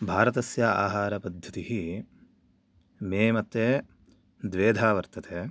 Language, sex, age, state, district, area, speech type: Sanskrit, male, 18-30, Karnataka, Chikkamagaluru, urban, spontaneous